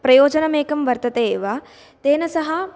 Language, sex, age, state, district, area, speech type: Sanskrit, female, 18-30, Karnataka, Bagalkot, urban, spontaneous